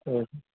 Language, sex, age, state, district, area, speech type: Marathi, male, 18-30, Maharashtra, Ratnagiri, urban, conversation